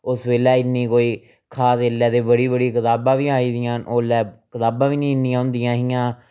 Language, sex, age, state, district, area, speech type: Dogri, male, 30-45, Jammu and Kashmir, Reasi, rural, spontaneous